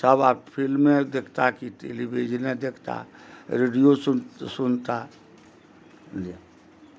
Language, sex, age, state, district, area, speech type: Maithili, male, 60+, Bihar, Madhubani, rural, spontaneous